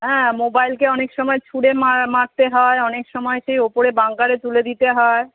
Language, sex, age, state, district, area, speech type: Bengali, female, 45-60, West Bengal, Kolkata, urban, conversation